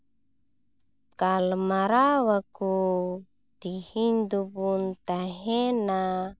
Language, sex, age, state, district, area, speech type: Santali, female, 30-45, West Bengal, Purulia, rural, spontaneous